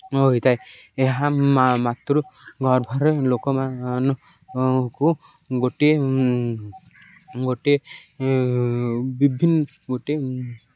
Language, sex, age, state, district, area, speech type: Odia, male, 18-30, Odisha, Ganjam, urban, spontaneous